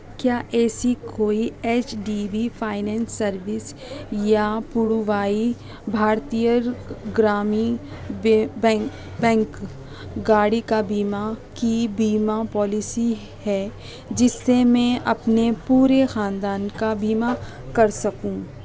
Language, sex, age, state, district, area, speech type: Urdu, female, 30-45, Delhi, East Delhi, urban, read